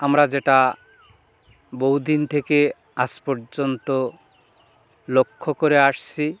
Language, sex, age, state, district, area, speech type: Bengali, male, 60+, West Bengal, North 24 Parganas, rural, spontaneous